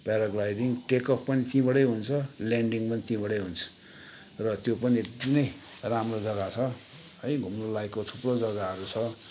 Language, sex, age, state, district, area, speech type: Nepali, male, 60+, West Bengal, Kalimpong, rural, spontaneous